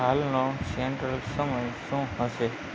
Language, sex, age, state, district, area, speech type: Gujarati, male, 45-60, Gujarat, Morbi, rural, read